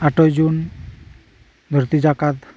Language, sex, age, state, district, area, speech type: Santali, male, 30-45, West Bengal, Birbhum, rural, spontaneous